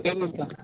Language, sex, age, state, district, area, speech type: Goan Konkani, male, 45-60, Goa, Tiswadi, rural, conversation